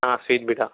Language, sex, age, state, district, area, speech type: Tamil, male, 30-45, Tamil Nadu, Erode, rural, conversation